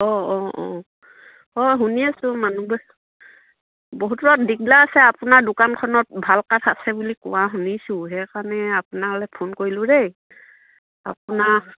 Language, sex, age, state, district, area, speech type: Assamese, female, 60+, Assam, Dibrugarh, rural, conversation